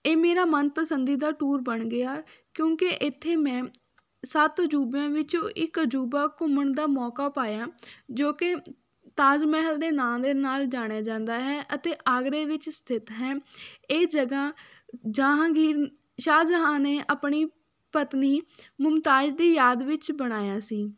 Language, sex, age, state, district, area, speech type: Punjabi, female, 18-30, Punjab, Fatehgarh Sahib, rural, spontaneous